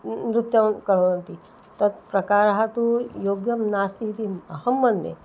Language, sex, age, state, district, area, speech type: Sanskrit, female, 60+, Maharashtra, Nagpur, urban, spontaneous